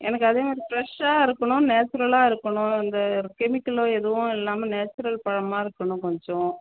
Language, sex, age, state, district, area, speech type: Tamil, female, 30-45, Tamil Nadu, Tiruchirappalli, rural, conversation